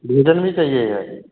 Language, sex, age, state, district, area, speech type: Hindi, male, 18-30, Madhya Pradesh, Jabalpur, urban, conversation